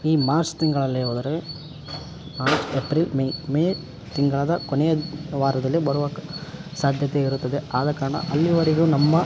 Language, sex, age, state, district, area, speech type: Kannada, male, 18-30, Karnataka, Koppal, rural, spontaneous